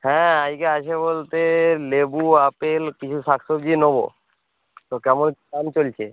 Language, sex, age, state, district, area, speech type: Bengali, male, 18-30, West Bengal, Bankura, rural, conversation